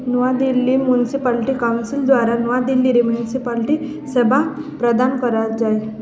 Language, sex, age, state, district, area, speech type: Odia, female, 18-30, Odisha, Balangir, urban, read